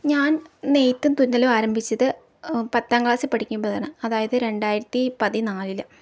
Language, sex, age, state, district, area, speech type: Malayalam, female, 18-30, Kerala, Palakkad, rural, spontaneous